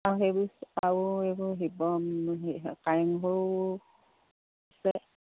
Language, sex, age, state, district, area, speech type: Assamese, female, 30-45, Assam, Sivasagar, rural, conversation